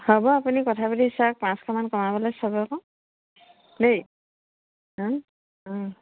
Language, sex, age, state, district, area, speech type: Assamese, female, 45-60, Assam, Dibrugarh, rural, conversation